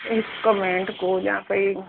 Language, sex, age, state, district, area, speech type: Sindhi, female, 30-45, Rajasthan, Ajmer, urban, conversation